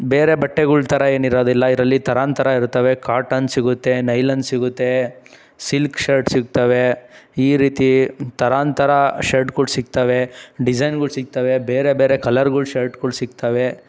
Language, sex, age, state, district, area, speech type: Kannada, male, 18-30, Karnataka, Tumkur, urban, spontaneous